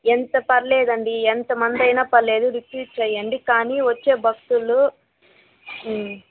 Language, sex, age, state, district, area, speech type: Telugu, female, 18-30, Andhra Pradesh, Chittoor, urban, conversation